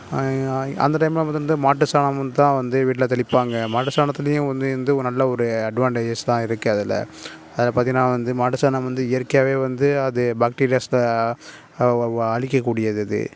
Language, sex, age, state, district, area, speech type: Tamil, male, 30-45, Tamil Nadu, Nagapattinam, rural, spontaneous